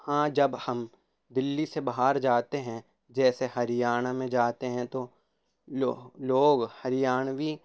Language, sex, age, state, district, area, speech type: Urdu, male, 18-30, Delhi, Central Delhi, urban, spontaneous